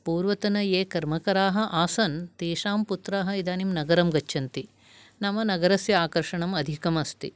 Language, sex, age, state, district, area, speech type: Sanskrit, female, 60+, Karnataka, Uttara Kannada, urban, spontaneous